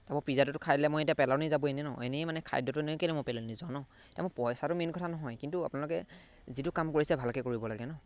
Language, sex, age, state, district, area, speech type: Assamese, male, 18-30, Assam, Golaghat, urban, spontaneous